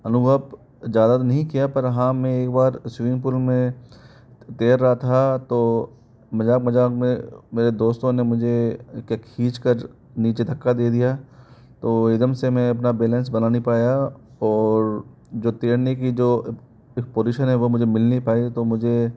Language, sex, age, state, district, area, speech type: Hindi, male, 18-30, Rajasthan, Jaipur, urban, spontaneous